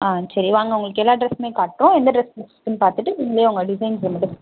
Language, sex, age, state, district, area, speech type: Tamil, female, 18-30, Tamil Nadu, Mayiladuthurai, rural, conversation